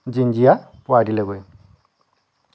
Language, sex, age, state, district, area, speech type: Assamese, male, 30-45, Assam, Lakhimpur, rural, spontaneous